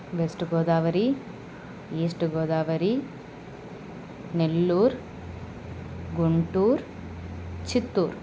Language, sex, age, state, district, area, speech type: Telugu, female, 18-30, Andhra Pradesh, Sri Balaji, rural, spontaneous